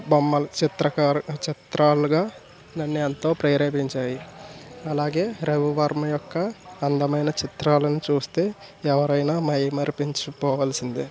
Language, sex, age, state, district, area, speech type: Telugu, male, 18-30, Andhra Pradesh, East Godavari, rural, spontaneous